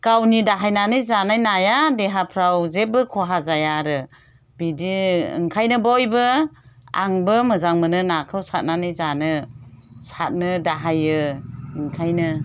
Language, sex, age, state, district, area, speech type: Bodo, female, 60+, Assam, Chirang, rural, spontaneous